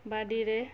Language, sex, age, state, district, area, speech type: Odia, female, 45-60, Odisha, Mayurbhanj, rural, spontaneous